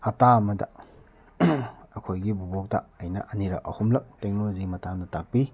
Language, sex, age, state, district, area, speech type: Manipuri, male, 30-45, Manipur, Kakching, rural, spontaneous